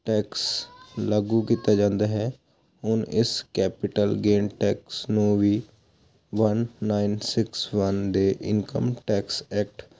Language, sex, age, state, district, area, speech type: Punjabi, male, 18-30, Punjab, Hoshiarpur, rural, read